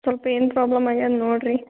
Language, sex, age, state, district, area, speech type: Kannada, female, 18-30, Karnataka, Gulbarga, urban, conversation